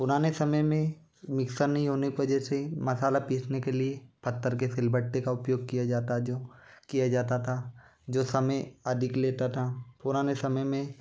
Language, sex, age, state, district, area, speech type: Hindi, male, 18-30, Madhya Pradesh, Bhopal, urban, spontaneous